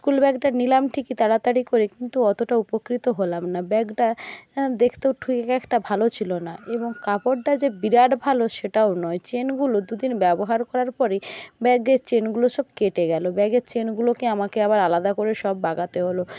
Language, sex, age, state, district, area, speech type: Bengali, female, 60+, West Bengal, Jhargram, rural, spontaneous